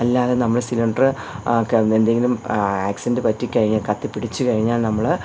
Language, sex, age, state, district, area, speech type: Malayalam, female, 45-60, Kerala, Thiruvananthapuram, urban, spontaneous